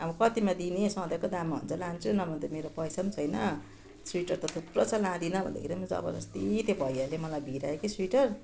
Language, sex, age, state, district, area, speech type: Nepali, female, 60+, West Bengal, Darjeeling, rural, spontaneous